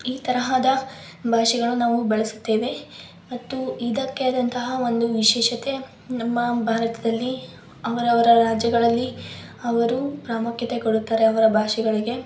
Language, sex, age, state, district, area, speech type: Kannada, female, 18-30, Karnataka, Davanagere, rural, spontaneous